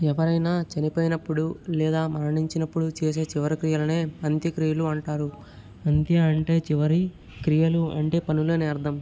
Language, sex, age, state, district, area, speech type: Telugu, male, 18-30, Andhra Pradesh, Vizianagaram, rural, spontaneous